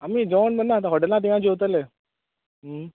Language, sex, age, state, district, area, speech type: Goan Konkani, male, 30-45, Goa, Quepem, rural, conversation